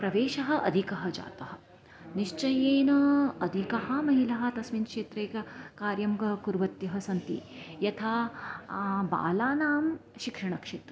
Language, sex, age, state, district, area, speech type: Sanskrit, female, 45-60, Maharashtra, Nashik, rural, spontaneous